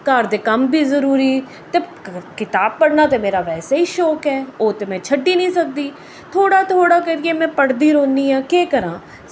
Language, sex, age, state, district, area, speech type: Dogri, female, 45-60, Jammu and Kashmir, Jammu, urban, spontaneous